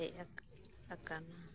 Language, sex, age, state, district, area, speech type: Santali, female, 18-30, West Bengal, Birbhum, rural, spontaneous